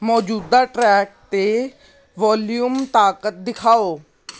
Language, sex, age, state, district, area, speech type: Punjabi, male, 18-30, Punjab, Patiala, urban, read